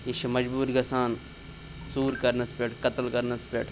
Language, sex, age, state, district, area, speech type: Kashmiri, male, 18-30, Jammu and Kashmir, Baramulla, urban, spontaneous